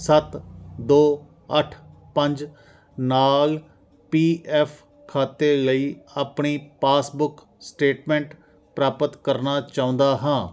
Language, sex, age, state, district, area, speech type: Punjabi, male, 45-60, Punjab, Jalandhar, urban, read